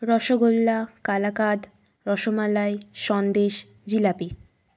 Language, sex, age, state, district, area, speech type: Bengali, female, 18-30, West Bengal, Birbhum, urban, spontaneous